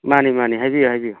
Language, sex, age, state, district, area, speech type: Manipuri, male, 45-60, Manipur, Churachandpur, rural, conversation